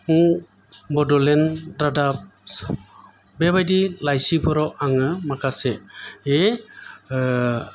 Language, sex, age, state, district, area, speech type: Bodo, male, 45-60, Assam, Chirang, urban, spontaneous